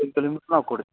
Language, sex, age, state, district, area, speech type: Kannada, male, 45-60, Karnataka, Raichur, rural, conversation